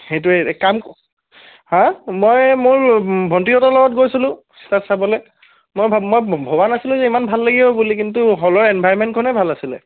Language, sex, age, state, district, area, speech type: Assamese, male, 18-30, Assam, Charaideo, urban, conversation